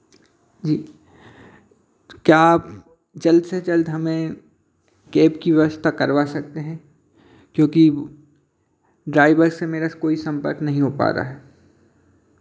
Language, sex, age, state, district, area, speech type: Hindi, male, 30-45, Madhya Pradesh, Hoshangabad, urban, spontaneous